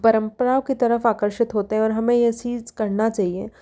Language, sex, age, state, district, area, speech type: Hindi, female, 30-45, Madhya Pradesh, Ujjain, urban, spontaneous